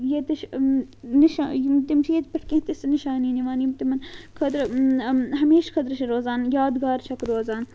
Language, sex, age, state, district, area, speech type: Kashmiri, female, 18-30, Jammu and Kashmir, Srinagar, urban, spontaneous